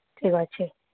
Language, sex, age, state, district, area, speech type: Odia, female, 45-60, Odisha, Sambalpur, rural, conversation